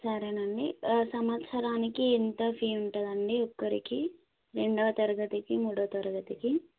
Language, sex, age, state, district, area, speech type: Telugu, female, 18-30, Telangana, Nalgonda, urban, conversation